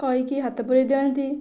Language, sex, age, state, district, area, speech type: Odia, female, 18-30, Odisha, Kendrapara, urban, spontaneous